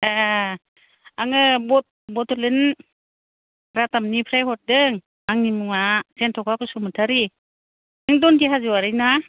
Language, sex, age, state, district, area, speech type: Bodo, female, 60+, Assam, Kokrajhar, urban, conversation